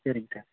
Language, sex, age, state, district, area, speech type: Tamil, male, 30-45, Tamil Nadu, Virudhunagar, rural, conversation